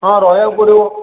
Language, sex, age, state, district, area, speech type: Odia, male, 60+, Odisha, Khordha, rural, conversation